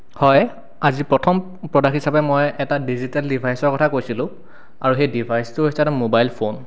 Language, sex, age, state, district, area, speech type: Assamese, male, 18-30, Assam, Sonitpur, rural, spontaneous